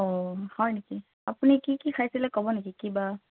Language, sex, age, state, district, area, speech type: Assamese, female, 30-45, Assam, Sonitpur, rural, conversation